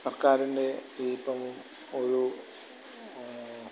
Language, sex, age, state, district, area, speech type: Malayalam, male, 45-60, Kerala, Alappuzha, rural, spontaneous